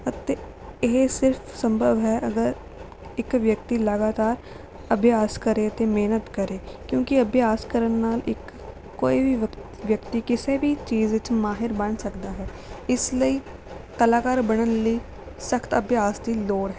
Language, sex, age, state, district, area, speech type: Punjabi, female, 18-30, Punjab, Rupnagar, rural, spontaneous